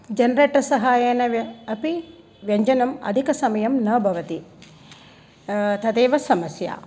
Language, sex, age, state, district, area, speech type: Sanskrit, female, 60+, Tamil Nadu, Thanjavur, urban, spontaneous